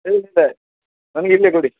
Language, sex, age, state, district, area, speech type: Kannada, male, 30-45, Karnataka, Udupi, rural, conversation